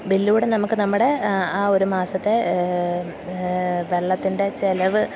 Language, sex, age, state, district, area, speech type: Malayalam, female, 30-45, Kerala, Kottayam, rural, spontaneous